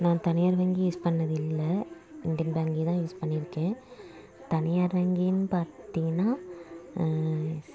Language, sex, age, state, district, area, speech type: Tamil, female, 18-30, Tamil Nadu, Dharmapuri, rural, spontaneous